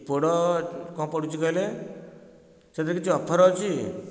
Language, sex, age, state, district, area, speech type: Odia, male, 45-60, Odisha, Nayagarh, rural, spontaneous